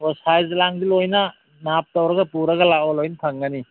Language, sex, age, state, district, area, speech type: Manipuri, male, 45-60, Manipur, Imphal East, rural, conversation